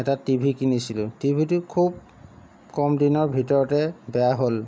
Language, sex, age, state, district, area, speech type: Assamese, male, 30-45, Assam, Lakhimpur, rural, spontaneous